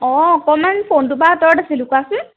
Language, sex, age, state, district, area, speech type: Assamese, female, 18-30, Assam, Jorhat, urban, conversation